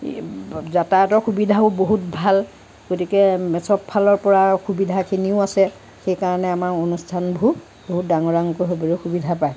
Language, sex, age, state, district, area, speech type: Assamese, female, 60+, Assam, Lakhimpur, rural, spontaneous